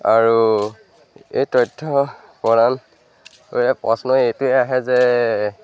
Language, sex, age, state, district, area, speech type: Assamese, male, 18-30, Assam, Majuli, urban, spontaneous